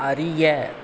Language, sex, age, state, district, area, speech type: Tamil, male, 30-45, Tamil Nadu, Thanjavur, urban, read